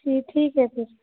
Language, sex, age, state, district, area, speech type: Urdu, female, 30-45, Telangana, Hyderabad, urban, conversation